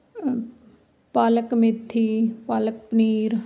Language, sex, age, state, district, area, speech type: Punjabi, female, 30-45, Punjab, Ludhiana, urban, spontaneous